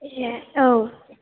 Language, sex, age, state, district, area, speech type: Bodo, female, 18-30, Assam, Chirang, urban, conversation